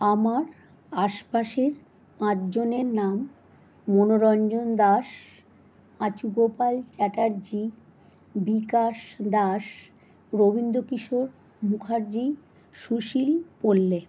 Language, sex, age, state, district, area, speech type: Bengali, female, 45-60, West Bengal, Howrah, urban, spontaneous